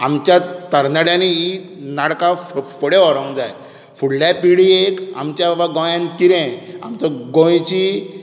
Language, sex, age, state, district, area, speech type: Goan Konkani, male, 18-30, Goa, Bardez, urban, spontaneous